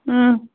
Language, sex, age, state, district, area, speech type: Kashmiri, female, 30-45, Jammu and Kashmir, Kupwara, rural, conversation